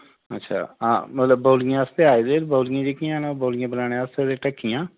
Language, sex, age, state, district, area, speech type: Dogri, male, 60+, Jammu and Kashmir, Udhampur, rural, conversation